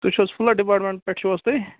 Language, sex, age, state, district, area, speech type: Kashmiri, male, 18-30, Jammu and Kashmir, Baramulla, rural, conversation